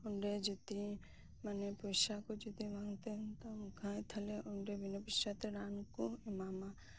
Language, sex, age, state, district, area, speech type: Santali, female, 18-30, West Bengal, Birbhum, rural, spontaneous